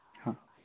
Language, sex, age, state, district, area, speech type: Hindi, male, 18-30, Madhya Pradesh, Seoni, urban, conversation